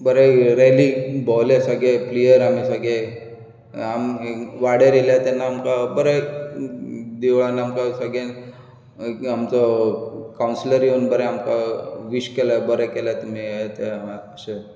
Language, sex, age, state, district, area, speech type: Goan Konkani, male, 45-60, Goa, Bardez, urban, spontaneous